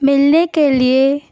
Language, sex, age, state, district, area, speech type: Urdu, female, 18-30, Bihar, Gaya, urban, spontaneous